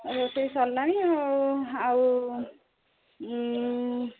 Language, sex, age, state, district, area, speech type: Odia, female, 30-45, Odisha, Jagatsinghpur, rural, conversation